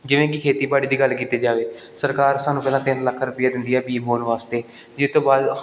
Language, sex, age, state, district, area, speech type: Punjabi, male, 18-30, Punjab, Gurdaspur, urban, spontaneous